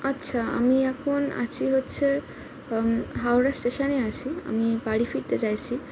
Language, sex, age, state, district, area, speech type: Bengali, female, 18-30, West Bengal, Howrah, urban, spontaneous